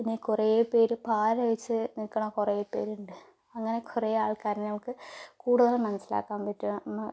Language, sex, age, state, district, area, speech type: Malayalam, female, 18-30, Kerala, Palakkad, urban, spontaneous